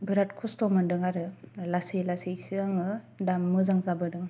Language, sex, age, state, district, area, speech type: Bodo, female, 18-30, Assam, Kokrajhar, rural, spontaneous